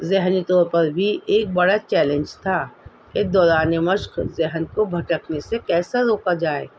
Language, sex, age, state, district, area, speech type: Urdu, female, 60+, Delhi, North East Delhi, urban, spontaneous